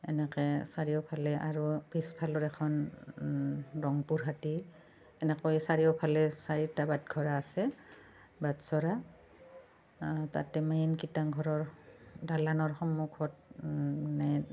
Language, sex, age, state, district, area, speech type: Assamese, female, 45-60, Assam, Barpeta, rural, spontaneous